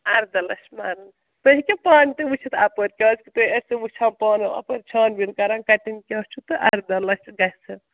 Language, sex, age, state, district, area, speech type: Kashmiri, female, 30-45, Jammu and Kashmir, Srinagar, rural, conversation